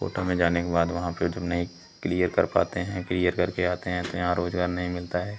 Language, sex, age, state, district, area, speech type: Hindi, male, 18-30, Uttar Pradesh, Pratapgarh, rural, spontaneous